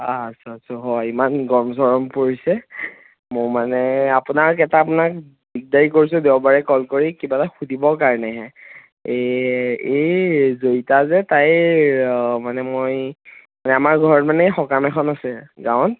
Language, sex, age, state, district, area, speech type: Assamese, male, 18-30, Assam, Kamrup Metropolitan, urban, conversation